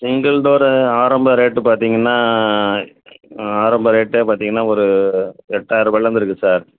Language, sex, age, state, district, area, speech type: Tamil, male, 60+, Tamil Nadu, Ariyalur, rural, conversation